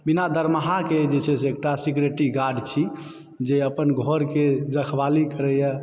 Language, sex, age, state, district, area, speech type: Maithili, male, 30-45, Bihar, Supaul, rural, spontaneous